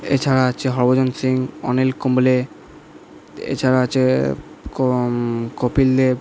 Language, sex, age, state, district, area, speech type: Bengali, male, 18-30, West Bengal, Purba Bardhaman, urban, spontaneous